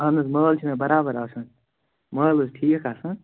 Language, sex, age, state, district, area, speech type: Kashmiri, male, 18-30, Jammu and Kashmir, Anantnag, rural, conversation